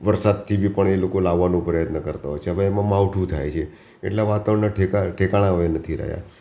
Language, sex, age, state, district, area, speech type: Gujarati, male, 60+, Gujarat, Ahmedabad, urban, spontaneous